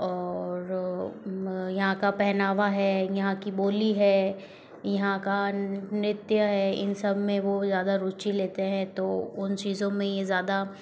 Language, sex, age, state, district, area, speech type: Hindi, female, 30-45, Rajasthan, Jodhpur, urban, spontaneous